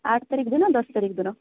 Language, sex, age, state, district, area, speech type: Odia, female, 18-30, Odisha, Malkangiri, urban, conversation